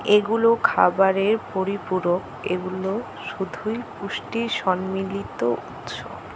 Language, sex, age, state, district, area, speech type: Bengali, female, 18-30, West Bengal, Alipurduar, rural, read